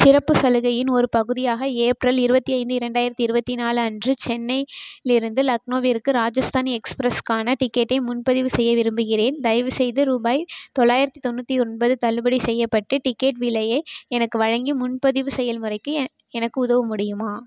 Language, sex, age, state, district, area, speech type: Tamil, female, 18-30, Tamil Nadu, Tiruchirappalli, rural, read